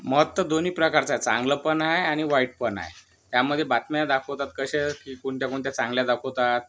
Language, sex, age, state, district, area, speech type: Marathi, male, 30-45, Maharashtra, Yavatmal, rural, spontaneous